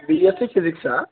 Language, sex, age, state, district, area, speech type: Telugu, male, 18-30, Telangana, Jangaon, rural, conversation